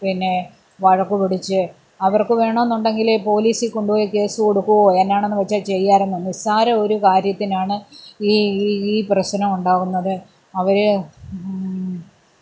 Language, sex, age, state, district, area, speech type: Malayalam, female, 45-60, Kerala, Pathanamthitta, rural, spontaneous